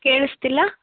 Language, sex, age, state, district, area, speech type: Kannada, female, 18-30, Karnataka, Tumkur, urban, conversation